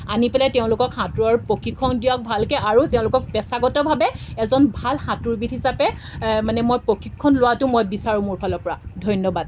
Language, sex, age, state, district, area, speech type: Assamese, female, 18-30, Assam, Golaghat, rural, spontaneous